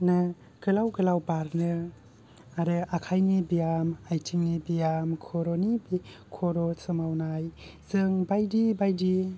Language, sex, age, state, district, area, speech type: Bodo, male, 18-30, Assam, Baksa, rural, spontaneous